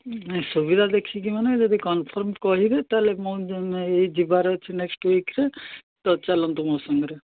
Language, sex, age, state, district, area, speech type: Odia, male, 60+, Odisha, Gajapati, rural, conversation